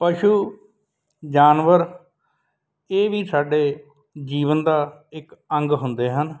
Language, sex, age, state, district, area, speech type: Punjabi, male, 60+, Punjab, Bathinda, rural, spontaneous